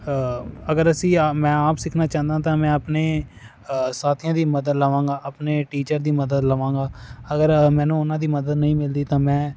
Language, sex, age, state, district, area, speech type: Punjabi, male, 18-30, Punjab, Fazilka, rural, spontaneous